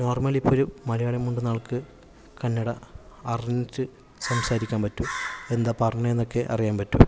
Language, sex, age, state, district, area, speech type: Malayalam, male, 18-30, Kerala, Kasaragod, urban, spontaneous